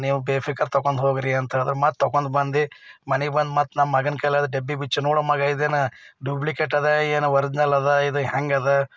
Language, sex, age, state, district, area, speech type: Kannada, male, 45-60, Karnataka, Bidar, rural, spontaneous